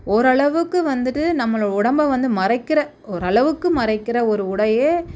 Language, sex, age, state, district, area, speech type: Tamil, female, 30-45, Tamil Nadu, Chennai, urban, spontaneous